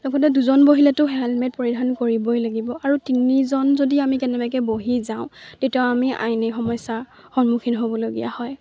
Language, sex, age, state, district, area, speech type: Assamese, female, 18-30, Assam, Lakhimpur, urban, spontaneous